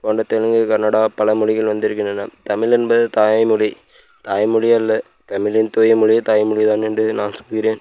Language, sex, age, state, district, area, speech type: Tamil, male, 18-30, Tamil Nadu, Dharmapuri, rural, spontaneous